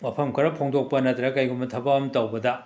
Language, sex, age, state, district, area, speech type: Manipuri, male, 60+, Manipur, Imphal West, urban, spontaneous